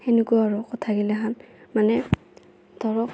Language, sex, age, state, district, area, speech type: Assamese, female, 18-30, Assam, Darrang, rural, spontaneous